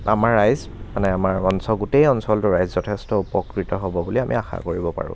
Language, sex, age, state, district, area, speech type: Assamese, male, 30-45, Assam, Dibrugarh, rural, spontaneous